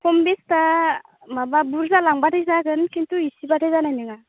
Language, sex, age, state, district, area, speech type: Bodo, female, 18-30, Assam, Baksa, rural, conversation